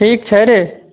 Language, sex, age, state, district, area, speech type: Maithili, male, 18-30, Bihar, Muzaffarpur, rural, conversation